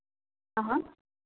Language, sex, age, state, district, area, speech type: Sanskrit, female, 18-30, Karnataka, Dakshina Kannada, urban, conversation